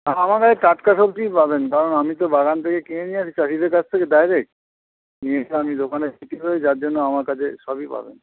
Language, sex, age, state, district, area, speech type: Bengali, male, 60+, West Bengal, South 24 Parganas, urban, conversation